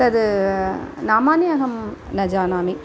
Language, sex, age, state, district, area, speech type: Sanskrit, female, 45-60, Tamil Nadu, Coimbatore, urban, spontaneous